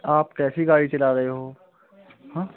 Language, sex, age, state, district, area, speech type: Hindi, male, 18-30, Madhya Pradesh, Seoni, urban, conversation